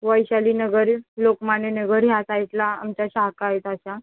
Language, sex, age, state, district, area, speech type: Marathi, female, 18-30, Maharashtra, Solapur, urban, conversation